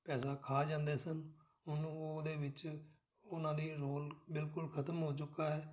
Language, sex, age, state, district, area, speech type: Punjabi, male, 60+, Punjab, Amritsar, urban, spontaneous